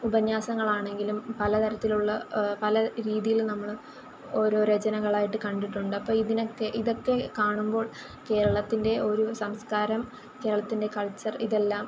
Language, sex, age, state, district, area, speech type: Malayalam, female, 18-30, Kerala, Kollam, rural, spontaneous